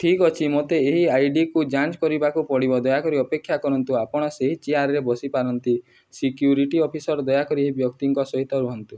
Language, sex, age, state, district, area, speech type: Odia, male, 18-30, Odisha, Nuapada, urban, read